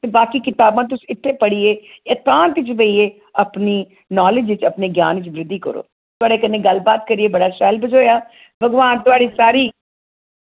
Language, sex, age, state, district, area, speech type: Dogri, female, 45-60, Jammu and Kashmir, Jammu, urban, conversation